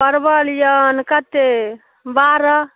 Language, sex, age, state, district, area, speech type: Maithili, female, 30-45, Bihar, Saharsa, rural, conversation